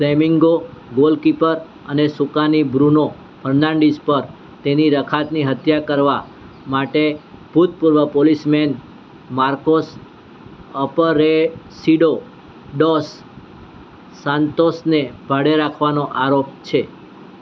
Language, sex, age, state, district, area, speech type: Gujarati, male, 60+, Gujarat, Surat, urban, read